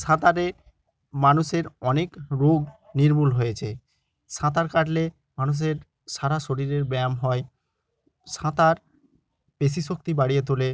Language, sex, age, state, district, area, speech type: Bengali, male, 45-60, West Bengal, Nadia, rural, spontaneous